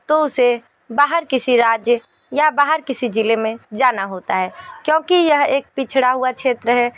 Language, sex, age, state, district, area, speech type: Hindi, female, 45-60, Uttar Pradesh, Sonbhadra, rural, spontaneous